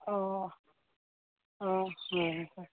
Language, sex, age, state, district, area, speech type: Assamese, female, 45-60, Assam, Sivasagar, rural, conversation